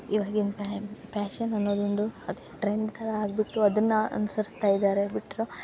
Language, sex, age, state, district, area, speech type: Kannada, female, 18-30, Karnataka, Uttara Kannada, rural, spontaneous